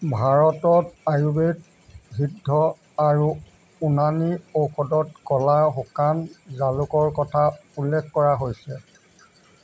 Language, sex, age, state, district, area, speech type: Assamese, male, 45-60, Assam, Jorhat, urban, read